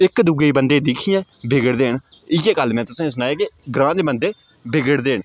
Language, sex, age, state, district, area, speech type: Dogri, male, 18-30, Jammu and Kashmir, Udhampur, rural, spontaneous